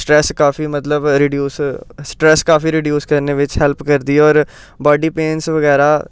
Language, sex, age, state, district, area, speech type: Dogri, male, 18-30, Jammu and Kashmir, Samba, urban, spontaneous